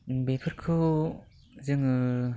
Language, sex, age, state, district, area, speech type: Bodo, male, 18-30, Assam, Kokrajhar, rural, spontaneous